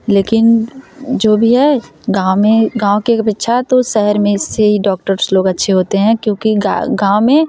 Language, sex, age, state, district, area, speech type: Hindi, female, 18-30, Uttar Pradesh, Varanasi, rural, spontaneous